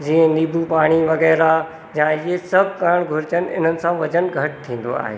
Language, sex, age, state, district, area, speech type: Sindhi, male, 30-45, Madhya Pradesh, Katni, rural, spontaneous